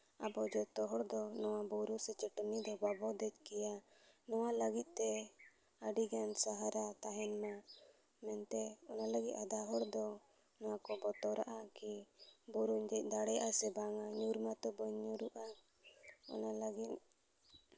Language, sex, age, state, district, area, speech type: Santali, female, 18-30, Jharkhand, Seraikela Kharsawan, rural, spontaneous